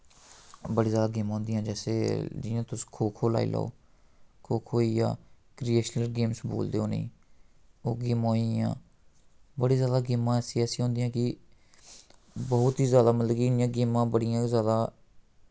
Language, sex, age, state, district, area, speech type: Dogri, male, 18-30, Jammu and Kashmir, Samba, rural, spontaneous